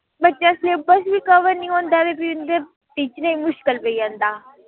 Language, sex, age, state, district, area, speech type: Dogri, female, 30-45, Jammu and Kashmir, Udhampur, rural, conversation